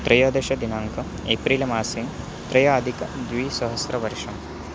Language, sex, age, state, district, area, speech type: Sanskrit, male, 18-30, Maharashtra, Nashik, rural, spontaneous